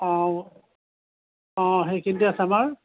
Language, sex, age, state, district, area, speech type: Assamese, male, 30-45, Assam, Kamrup Metropolitan, urban, conversation